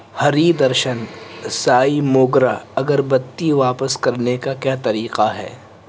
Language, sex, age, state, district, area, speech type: Urdu, male, 18-30, Uttar Pradesh, Muzaffarnagar, urban, read